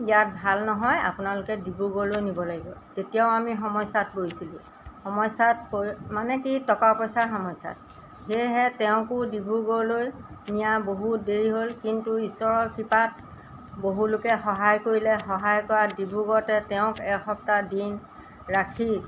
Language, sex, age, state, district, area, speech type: Assamese, female, 60+, Assam, Golaghat, rural, spontaneous